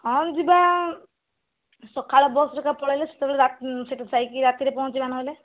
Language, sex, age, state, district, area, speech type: Odia, female, 45-60, Odisha, Kandhamal, rural, conversation